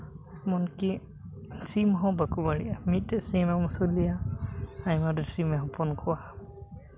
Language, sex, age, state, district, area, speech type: Santali, male, 18-30, West Bengal, Uttar Dinajpur, rural, spontaneous